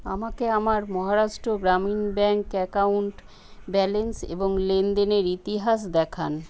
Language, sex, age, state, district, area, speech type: Bengali, female, 60+, West Bengal, Paschim Medinipur, rural, read